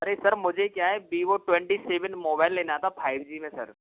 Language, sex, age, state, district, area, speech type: Hindi, male, 45-60, Rajasthan, Karauli, rural, conversation